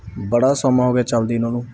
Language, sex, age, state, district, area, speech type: Punjabi, male, 18-30, Punjab, Mansa, rural, spontaneous